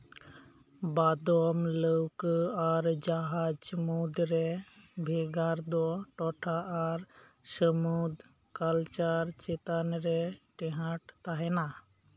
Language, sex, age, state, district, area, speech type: Santali, male, 30-45, West Bengal, Birbhum, rural, read